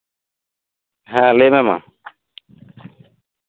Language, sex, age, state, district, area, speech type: Santali, male, 18-30, West Bengal, Bankura, rural, conversation